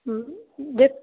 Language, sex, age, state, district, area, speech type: Punjabi, female, 18-30, Punjab, Fazilka, rural, conversation